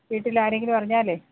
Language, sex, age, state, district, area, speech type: Malayalam, female, 30-45, Kerala, Kollam, rural, conversation